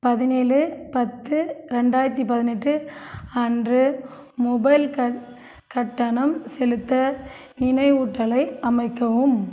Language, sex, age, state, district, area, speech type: Tamil, female, 45-60, Tamil Nadu, Krishnagiri, rural, read